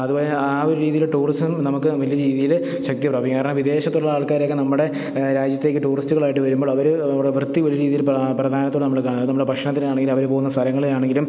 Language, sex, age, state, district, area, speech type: Malayalam, male, 30-45, Kerala, Pathanamthitta, rural, spontaneous